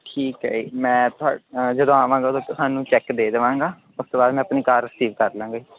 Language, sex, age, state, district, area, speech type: Punjabi, male, 18-30, Punjab, Barnala, rural, conversation